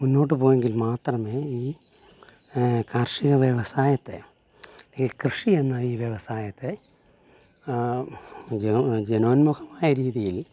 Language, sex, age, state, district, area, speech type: Malayalam, male, 45-60, Kerala, Alappuzha, urban, spontaneous